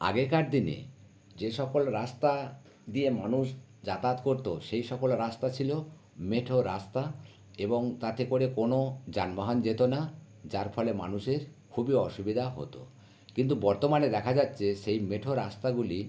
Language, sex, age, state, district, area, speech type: Bengali, male, 60+, West Bengal, North 24 Parganas, urban, spontaneous